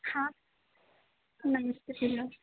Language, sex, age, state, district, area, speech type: Hindi, female, 18-30, Madhya Pradesh, Chhindwara, urban, conversation